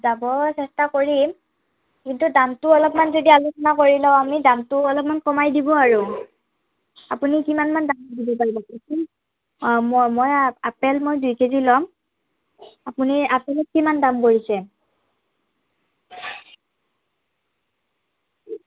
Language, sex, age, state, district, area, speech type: Assamese, female, 30-45, Assam, Morigaon, rural, conversation